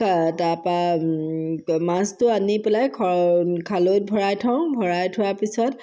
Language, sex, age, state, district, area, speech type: Assamese, female, 45-60, Assam, Sivasagar, rural, spontaneous